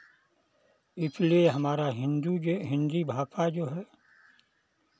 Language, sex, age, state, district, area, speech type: Hindi, male, 60+, Uttar Pradesh, Chandauli, rural, spontaneous